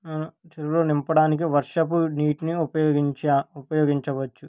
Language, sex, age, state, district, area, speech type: Telugu, male, 18-30, Andhra Pradesh, Krishna, urban, spontaneous